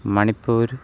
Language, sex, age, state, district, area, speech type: Sanskrit, male, 45-60, Kerala, Thiruvananthapuram, urban, spontaneous